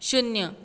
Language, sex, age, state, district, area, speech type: Goan Konkani, female, 18-30, Goa, Bardez, rural, read